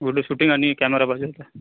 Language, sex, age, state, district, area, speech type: Marathi, male, 30-45, Maharashtra, Amravati, urban, conversation